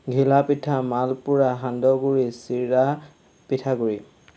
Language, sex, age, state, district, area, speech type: Assamese, male, 30-45, Assam, Golaghat, urban, spontaneous